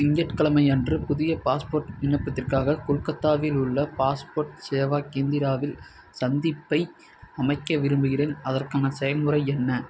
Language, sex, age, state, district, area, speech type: Tamil, male, 18-30, Tamil Nadu, Perambalur, rural, read